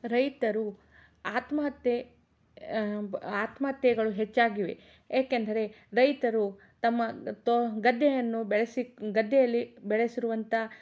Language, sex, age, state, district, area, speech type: Kannada, female, 60+, Karnataka, Shimoga, rural, spontaneous